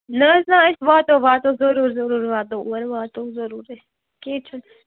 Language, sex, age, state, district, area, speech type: Kashmiri, female, 18-30, Jammu and Kashmir, Srinagar, urban, conversation